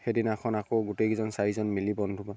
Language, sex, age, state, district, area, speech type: Assamese, male, 18-30, Assam, Sivasagar, rural, spontaneous